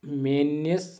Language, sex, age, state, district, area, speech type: Kashmiri, male, 18-30, Jammu and Kashmir, Kulgam, rural, read